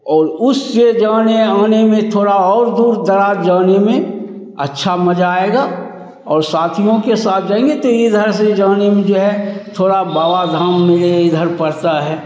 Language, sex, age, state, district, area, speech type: Hindi, male, 60+, Bihar, Begusarai, rural, spontaneous